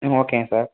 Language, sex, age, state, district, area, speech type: Tamil, male, 18-30, Tamil Nadu, Sivaganga, rural, conversation